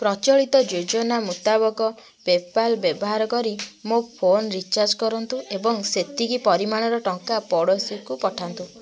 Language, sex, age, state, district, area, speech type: Odia, female, 18-30, Odisha, Kendujhar, urban, read